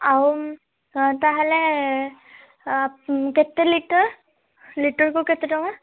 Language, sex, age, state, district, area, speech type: Odia, female, 18-30, Odisha, Bhadrak, rural, conversation